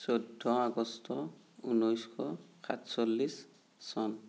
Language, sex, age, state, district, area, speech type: Assamese, male, 30-45, Assam, Sonitpur, rural, spontaneous